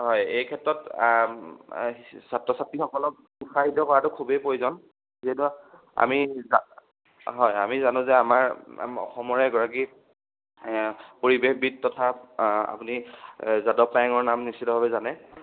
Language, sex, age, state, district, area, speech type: Assamese, male, 18-30, Assam, Majuli, rural, conversation